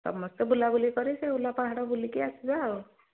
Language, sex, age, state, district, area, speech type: Odia, female, 60+, Odisha, Jharsuguda, rural, conversation